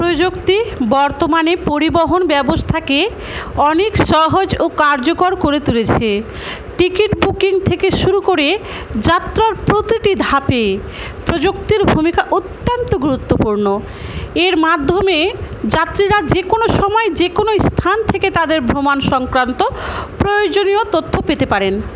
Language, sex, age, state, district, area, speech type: Bengali, female, 30-45, West Bengal, Murshidabad, rural, spontaneous